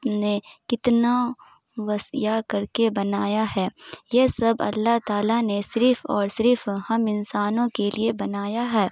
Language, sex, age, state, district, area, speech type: Urdu, female, 18-30, Bihar, Saharsa, rural, spontaneous